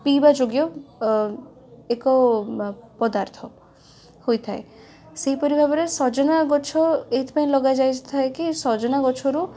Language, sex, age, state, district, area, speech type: Odia, female, 18-30, Odisha, Cuttack, urban, spontaneous